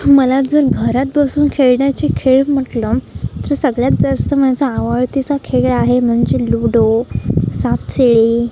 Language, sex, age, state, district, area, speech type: Marathi, female, 18-30, Maharashtra, Wardha, rural, spontaneous